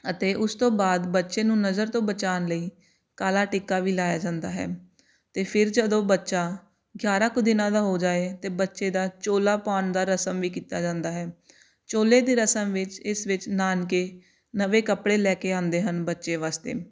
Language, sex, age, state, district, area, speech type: Punjabi, female, 18-30, Punjab, Jalandhar, urban, spontaneous